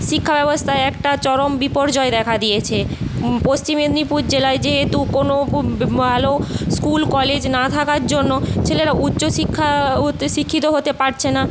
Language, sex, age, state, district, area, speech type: Bengali, female, 45-60, West Bengal, Paschim Medinipur, rural, spontaneous